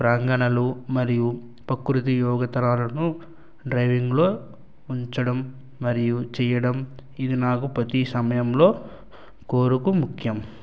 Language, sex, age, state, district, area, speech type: Telugu, male, 60+, Andhra Pradesh, Eluru, rural, spontaneous